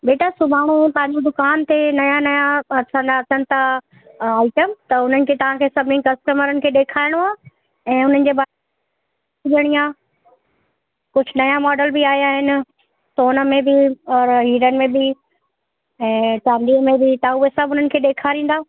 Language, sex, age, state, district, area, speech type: Sindhi, female, 45-60, Uttar Pradesh, Lucknow, urban, conversation